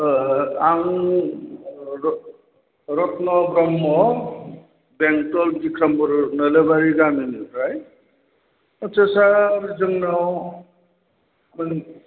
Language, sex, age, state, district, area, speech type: Bodo, male, 45-60, Assam, Chirang, urban, conversation